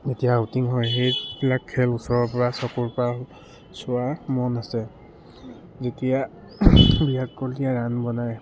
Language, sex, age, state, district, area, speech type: Assamese, male, 30-45, Assam, Charaideo, urban, spontaneous